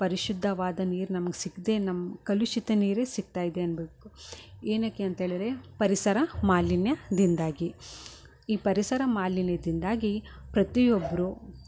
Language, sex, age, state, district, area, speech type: Kannada, female, 30-45, Karnataka, Mysore, rural, spontaneous